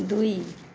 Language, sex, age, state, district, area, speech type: Odia, female, 45-60, Odisha, Balangir, urban, read